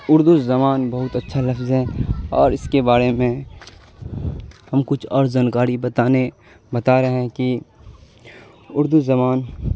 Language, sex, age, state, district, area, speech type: Urdu, male, 18-30, Bihar, Supaul, rural, spontaneous